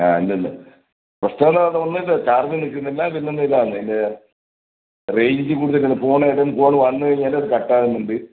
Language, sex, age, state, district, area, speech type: Malayalam, male, 45-60, Kerala, Kasaragod, urban, conversation